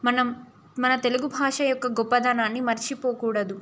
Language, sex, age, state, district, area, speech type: Telugu, female, 18-30, Telangana, Ranga Reddy, urban, spontaneous